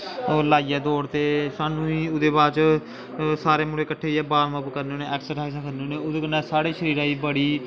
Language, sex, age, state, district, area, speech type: Dogri, male, 18-30, Jammu and Kashmir, Kathua, rural, spontaneous